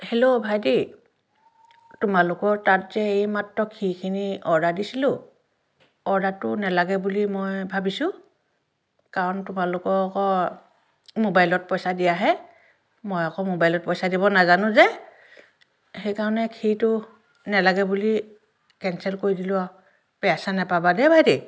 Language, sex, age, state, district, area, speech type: Assamese, female, 60+, Assam, Dhemaji, urban, spontaneous